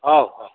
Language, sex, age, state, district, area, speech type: Odia, male, 45-60, Odisha, Nayagarh, rural, conversation